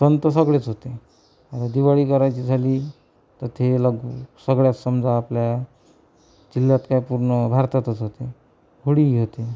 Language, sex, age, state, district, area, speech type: Marathi, male, 60+, Maharashtra, Amravati, rural, spontaneous